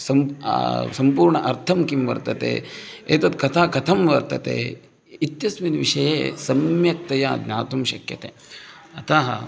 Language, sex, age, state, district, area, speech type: Sanskrit, male, 18-30, Karnataka, Uttara Kannada, rural, spontaneous